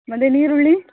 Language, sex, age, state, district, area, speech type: Kannada, female, 30-45, Karnataka, Dakshina Kannada, rural, conversation